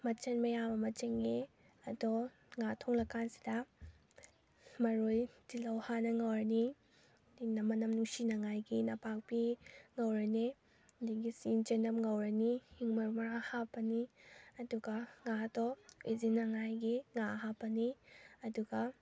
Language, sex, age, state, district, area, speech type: Manipuri, female, 18-30, Manipur, Kakching, rural, spontaneous